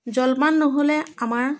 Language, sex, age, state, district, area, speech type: Assamese, female, 45-60, Assam, Biswanath, rural, spontaneous